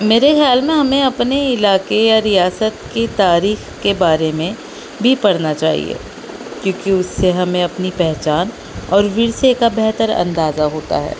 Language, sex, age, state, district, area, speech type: Urdu, female, 18-30, Delhi, North East Delhi, urban, spontaneous